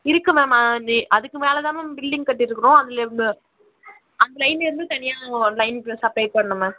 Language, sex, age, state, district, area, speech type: Tamil, female, 18-30, Tamil Nadu, Vellore, urban, conversation